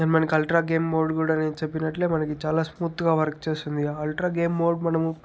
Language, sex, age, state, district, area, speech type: Telugu, male, 30-45, Andhra Pradesh, Chittoor, rural, spontaneous